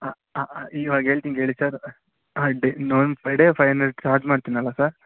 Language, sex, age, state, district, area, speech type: Kannada, male, 18-30, Karnataka, Kolar, rural, conversation